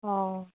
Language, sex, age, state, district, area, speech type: Bengali, female, 45-60, West Bengal, Darjeeling, urban, conversation